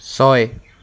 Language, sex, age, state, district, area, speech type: Assamese, male, 18-30, Assam, Charaideo, urban, read